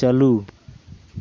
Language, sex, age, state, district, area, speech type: Santali, male, 18-30, West Bengal, Uttar Dinajpur, rural, read